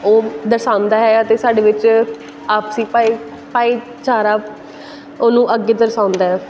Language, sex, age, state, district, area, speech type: Punjabi, female, 18-30, Punjab, Pathankot, rural, spontaneous